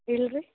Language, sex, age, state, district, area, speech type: Kannada, female, 18-30, Karnataka, Gulbarga, urban, conversation